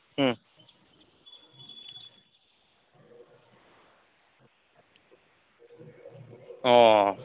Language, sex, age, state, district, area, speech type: Bengali, male, 18-30, West Bengal, Purba Bardhaman, urban, conversation